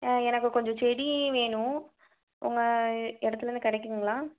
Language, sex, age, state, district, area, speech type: Tamil, female, 18-30, Tamil Nadu, Erode, urban, conversation